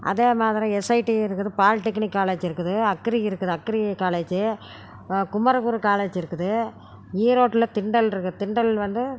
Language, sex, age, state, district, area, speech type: Tamil, female, 60+, Tamil Nadu, Erode, urban, spontaneous